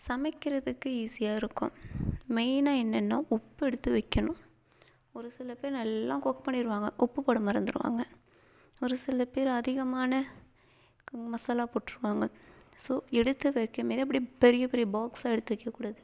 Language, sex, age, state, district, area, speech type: Tamil, female, 18-30, Tamil Nadu, Perambalur, rural, spontaneous